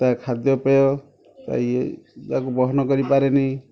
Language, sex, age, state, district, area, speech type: Odia, male, 30-45, Odisha, Kendujhar, urban, spontaneous